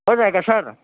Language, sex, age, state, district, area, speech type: Urdu, male, 30-45, Delhi, Central Delhi, urban, conversation